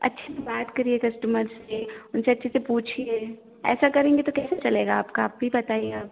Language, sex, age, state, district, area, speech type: Hindi, female, 18-30, Madhya Pradesh, Narsinghpur, rural, conversation